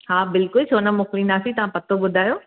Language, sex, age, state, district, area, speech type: Sindhi, female, 30-45, Maharashtra, Thane, urban, conversation